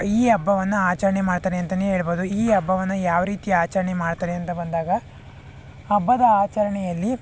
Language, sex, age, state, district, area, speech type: Kannada, male, 45-60, Karnataka, Bangalore Rural, rural, spontaneous